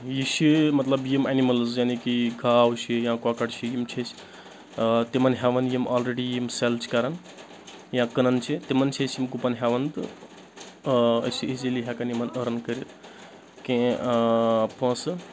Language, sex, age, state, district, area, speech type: Kashmiri, male, 18-30, Jammu and Kashmir, Anantnag, rural, spontaneous